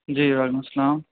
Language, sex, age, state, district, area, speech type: Urdu, male, 60+, Uttar Pradesh, Shahjahanpur, rural, conversation